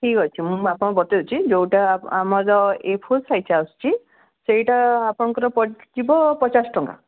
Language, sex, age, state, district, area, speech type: Odia, female, 60+, Odisha, Gajapati, rural, conversation